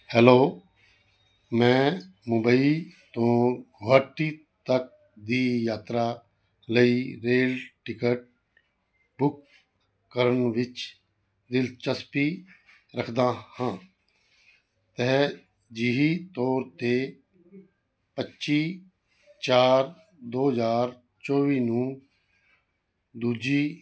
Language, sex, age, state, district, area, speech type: Punjabi, male, 60+, Punjab, Fazilka, rural, read